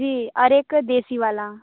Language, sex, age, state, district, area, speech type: Hindi, female, 30-45, Madhya Pradesh, Balaghat, rural, conversation